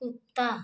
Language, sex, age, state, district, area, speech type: Hindi, female, 45-60, Uttar Pradesh, Jaunpur, rural, read